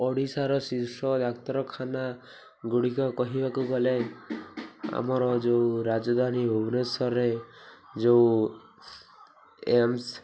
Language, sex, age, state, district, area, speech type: Odia, male, 18-30, Odisha, Koraput, urban, spontaneous